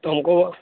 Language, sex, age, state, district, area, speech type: Urdu, male, 18-30, Uttar Pradesh, Saharanpur, urban, conversation